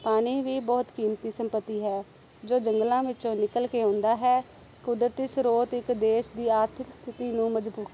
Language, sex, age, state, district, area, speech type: Punjabi, female, 30-45, Punjab, Amritsar, urban, spontaneous